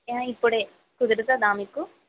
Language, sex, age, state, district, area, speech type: Telugu, female, 30-45, Andhra Pradesh, East Godavari, rural, conversation